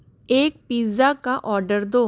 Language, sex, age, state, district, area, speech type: Hindi, female, 45-60, Rajasthan, Jaipur, urban, read